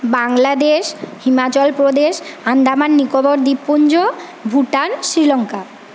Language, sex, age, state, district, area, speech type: Bengali, female, 18-30, West Bengal, Paschim Medinipur, rural, spontaneous